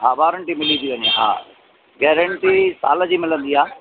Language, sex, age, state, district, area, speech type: Sindhi, male, 30-45, Maharashtra, Thane, urban, conversation